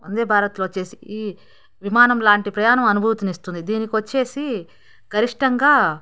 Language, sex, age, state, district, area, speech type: Telugu, female, 30-45, Andhra Pradesh, Nellore, urban, spontaneous